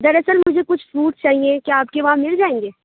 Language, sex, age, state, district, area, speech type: Urdu, female, 30-45, Uttar Pradesh, Aligarh, urban, conversation